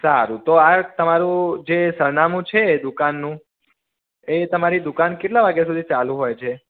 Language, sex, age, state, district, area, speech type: Gujarati, male, 30-45, Gujarat, Mehsana, rural, conversation